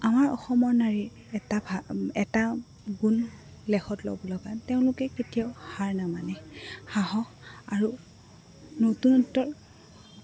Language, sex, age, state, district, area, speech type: Assamese, female, 18-30, Assam, Goalpara, urban, spontaneous